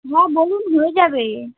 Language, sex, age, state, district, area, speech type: Bengali, female, 18-30, West Bengal, Darjeeling, urban, conversation